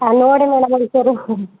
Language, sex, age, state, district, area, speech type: Kannada, female, 18-30, Karnataka, Chamarajanagar, urban, conversation